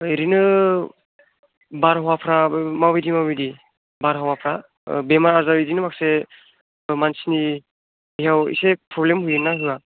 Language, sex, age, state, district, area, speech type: Bodo, male, 18-30, Assam, Chirang, urban, conversation